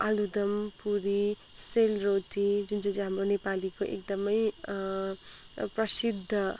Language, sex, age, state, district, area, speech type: Nepali, female, 45-60, West Bengal, Kalimpong, rural, spontaneous